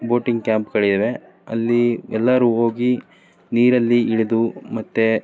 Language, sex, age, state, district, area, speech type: Kannada, male, 30-45, Karnataka, Davanagere, rural, spontaneous